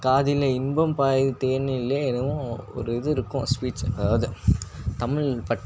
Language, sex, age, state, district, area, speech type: Tamil, male, 18-30, Tamil Nadu, Tiruchirappalli, rural, spontaneous